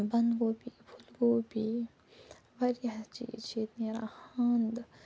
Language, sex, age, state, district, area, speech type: Kashmiri, female, 45-60, Jammu and Kashmir, Ganderbal, urban, spontaneous